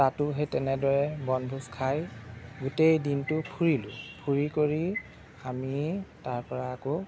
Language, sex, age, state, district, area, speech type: Assamese, male, 30-45, Assam, Golaghat, urban, spontaneous